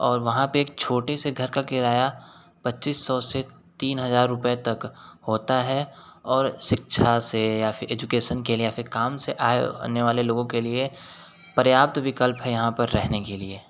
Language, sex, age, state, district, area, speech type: Hindi, male, 18-30, Uttar Pradesh, Sonbhadra, rural, spontaneous